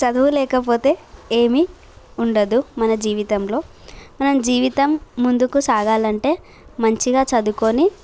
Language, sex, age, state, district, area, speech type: Telugu, female, 18-30, Telangana, Bhadradri Kothagudem, rural, spontaneous